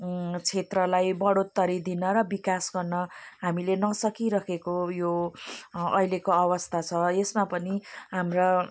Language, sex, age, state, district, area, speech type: Nepali, female, 45-60, West Bengal, Jalpaiguri, urban, spontaneous